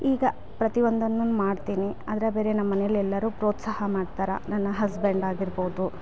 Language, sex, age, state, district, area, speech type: Kannada, female, 30-45, Karnataka, Vijayanagara, rural, spontaneous